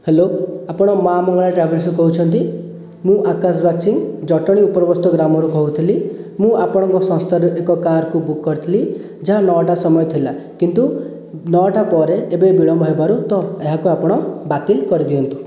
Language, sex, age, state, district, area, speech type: Odia, male, 18-30, Odisha, Khordha, rural, spontaneous